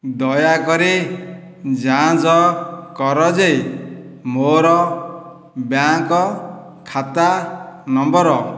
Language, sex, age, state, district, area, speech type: Odia, male, 60+, Odisha, Dhenkanal, rural, read